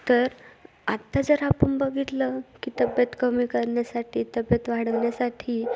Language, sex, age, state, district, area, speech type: Marathi, female, 18-30, Maharashtra, Ahmednagar, urban, spontaneous